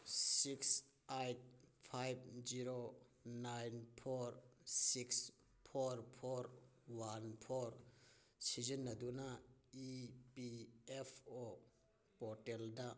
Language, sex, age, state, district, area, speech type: Manipuri, male, 30-45, Manipur, Thoubal, rural, read